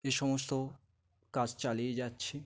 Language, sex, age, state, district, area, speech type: Bengali, male, 18-30, West Bengal, Dakshin Dinajpur, urban, spontaneous